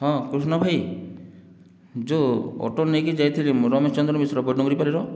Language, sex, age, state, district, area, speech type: Odia, male, 60+, Odisha, Boudh, rural, spontaneous